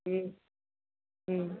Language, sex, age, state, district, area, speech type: Sindhi, female, 45-60, Gujarat, Kutch, urban, conversation